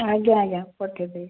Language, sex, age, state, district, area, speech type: Odia, female, 30-45, Odisha, Cuttack, urban, conversation